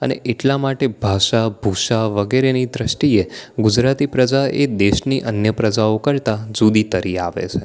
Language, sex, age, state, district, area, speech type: Gujarati, male, 18-30, Gujarat, Anand, urban, spontaneous